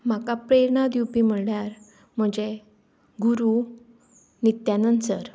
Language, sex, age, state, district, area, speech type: Goan Konkani, female, 30-45, Goa, Ponda, rural, spontaneous